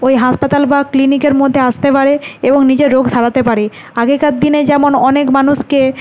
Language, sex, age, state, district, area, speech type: Bengali, female, 30-45, West Bengal, Nadia, urban, spontaneous